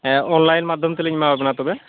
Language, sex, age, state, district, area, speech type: Santali, male, 30-45, West Bengal, Malda, rural, conversation